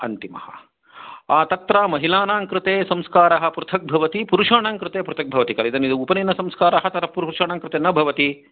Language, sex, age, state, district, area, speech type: Sanskrit, male, 45-60, Karnataka, Kolar, urban, conversation